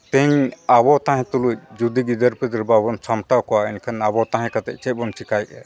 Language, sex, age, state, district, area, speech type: Santali, male, 45-60, Jharkhand, East Singhbhum, rural, spontaneous